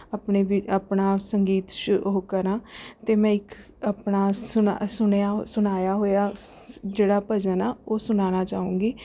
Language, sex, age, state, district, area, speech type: Punjabi, female, 30-45, Punjab, Rupnagar, urban, spontaneous